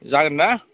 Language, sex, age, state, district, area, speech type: Bodo, male, 30-45, Assam, Udalguri, rural, conversation